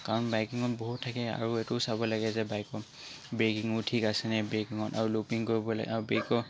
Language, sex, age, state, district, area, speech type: Assamese, male, 18-30, Assam, Charaideo, urban, spontaneous